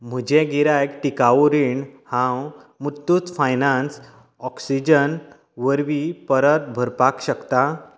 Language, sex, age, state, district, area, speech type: Goan Konkani, male, 30-45, Goa, Canacona, rural, read